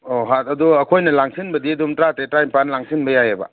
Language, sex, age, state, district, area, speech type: Manipuri, male, 30-45, Manipur, Kangpokpi, urban, conversation